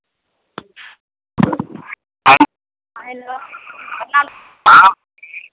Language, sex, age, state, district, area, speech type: Hindi, female, 30-45, Bihar, Begusarai, rural, conversation